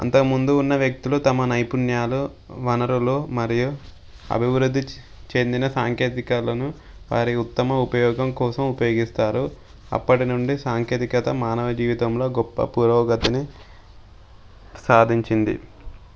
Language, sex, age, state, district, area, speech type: Telugu, male, 18-30, Telangana, Sangareddy, rural, spontaneous